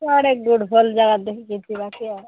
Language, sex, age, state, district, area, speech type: Odia, female, 30-45, Odisha, Nabarangpur, urban, conversation